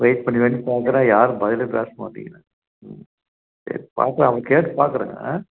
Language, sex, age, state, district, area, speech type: Tamil, male, 60+, Tamil Nadu, Tiruppur, rural, conversation